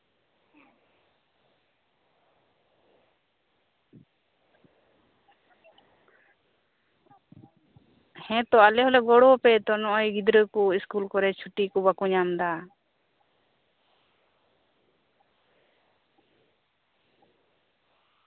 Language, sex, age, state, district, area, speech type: Santali, female, 30-45, West Bengal, Birbhum, rural, conversation